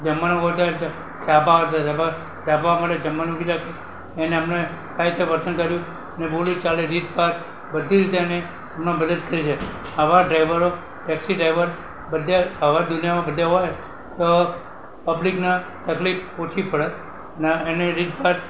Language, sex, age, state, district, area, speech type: Gujarati, male, 60+, Gujarat, Valsad, rural, spontaneous